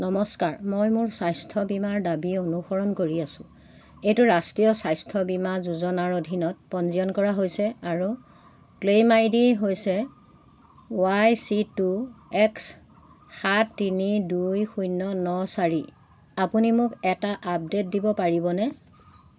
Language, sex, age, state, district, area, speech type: Assamese, female, 60+, Assam, Golaghat, rural, read